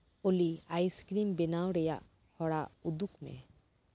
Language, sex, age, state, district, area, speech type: Santali, female, 30-45, West Bengal, Birbhum, rural, read